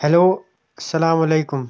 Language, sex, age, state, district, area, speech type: Kashmiri, male, 18-30, Jammu and Kashmir, Kulgam, rural, spontaneous